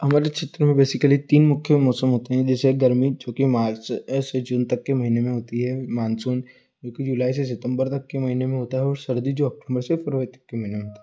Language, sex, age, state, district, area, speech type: Hindi, male, 18-30, Madhya Pradesh, Ujjain, urban, spontaneous